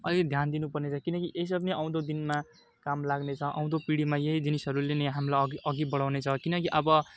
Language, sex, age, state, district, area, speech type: Nepali, male, 18-30, West Bengal, Alipurduar, urban, spontaneous